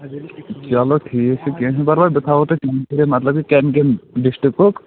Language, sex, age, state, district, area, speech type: Kashmiri, male, 30-45, Jammu and Kashmir, Bandipora, rural, conversation